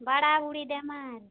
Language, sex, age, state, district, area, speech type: Odia, female, 30-45, Odisha, Kalahandi, rural, conversation